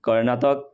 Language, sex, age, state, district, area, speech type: Assamese, male, 60+, Assam, Kamrup Metropolitan, urban, spontaneous